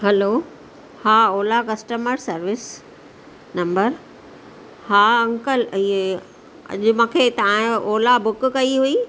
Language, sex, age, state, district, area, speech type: Sindhi, female, 45-60, Maharashtra, Thane, urban, spontaneous